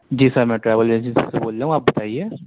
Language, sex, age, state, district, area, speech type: Urdu, male, 18-30, Delhi, Central Delhi, urban, conversation